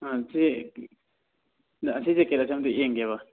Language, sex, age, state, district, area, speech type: Manipuri, male, 18-30, Manipur, Kangpokpi, urban, conversation